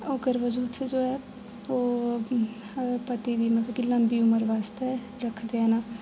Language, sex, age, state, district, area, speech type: Dogri, female, 18-30, Jammu and Kashmir, Jammu, rural, spontaneous